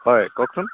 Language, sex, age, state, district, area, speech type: Assamese, male, 45-60, Assam, Charaideo, rural, conversation